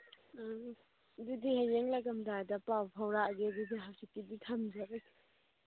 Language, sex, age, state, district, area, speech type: Manipuri, female, 30-45, Manipur, Churachandpur, rural, conversation